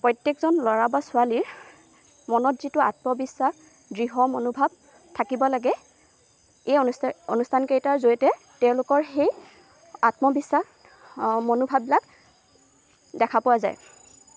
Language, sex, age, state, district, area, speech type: Assamese, female, 18-30, Assam, Lakhimpur, rural, spontaneous